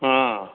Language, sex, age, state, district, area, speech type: Odia, male, 60+, Odisha, Dhenkanal, rural, conversation